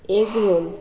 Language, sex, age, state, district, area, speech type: Bengali, female, 18-30, West Bengal, Birbhum, urban, spontaneous